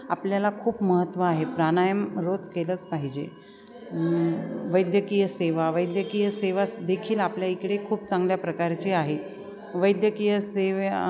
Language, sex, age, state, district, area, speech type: Marathi, female, 45-60, Maharashtra, Nanded, urban, spontaneous